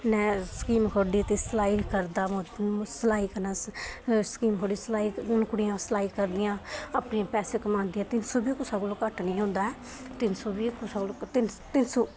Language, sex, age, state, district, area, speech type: Dogri, female, 18-30, Jammu and Kashmir, Kathua, rural, spontaneous